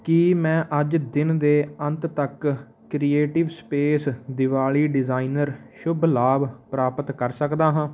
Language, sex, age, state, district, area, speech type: Punjabi, male, 18-30, Punjab, Patiala, rural, read